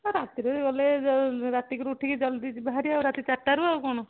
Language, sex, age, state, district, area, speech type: Odia, female, 60+, Odisha, Jharsuguda, rural, conversation